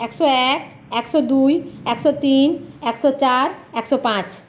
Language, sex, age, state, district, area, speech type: Bengali, female, 30-45, West Bengal, Paschim Medinipur, rural, spontaneous